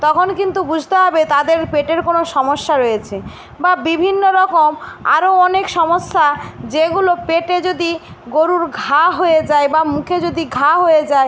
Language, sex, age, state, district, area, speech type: Bengali, female, 18-30, West Bengal, Jhargram, rural, spontaneous